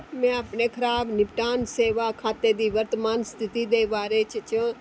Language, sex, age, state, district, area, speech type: Dogri, female, 45-60, Jammu and Kashmir, Jammu, urban, read